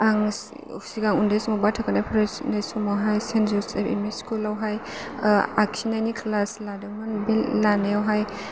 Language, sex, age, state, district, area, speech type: Bodo, female, 30-45, Assam, Chirang, urban, spontaneous